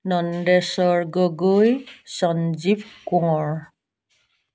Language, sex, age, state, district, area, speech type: Assamese, female, 60+, Assam, Dibrugarh, rural, spontaneous